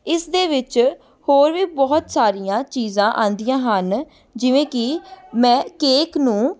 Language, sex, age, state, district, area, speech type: Punjabi, female, 18-30, Punjab, Amritsar, urban, spontaneous